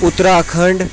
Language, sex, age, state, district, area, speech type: Kashmiri, male, 30-45, Jammu and Kashmir, Kulgam, rural, spontaneous